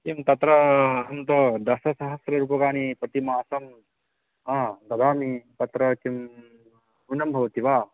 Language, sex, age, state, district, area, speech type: Sanskrit, male, 18-30, West Bengal, Purba Bardhaman, rural, conversation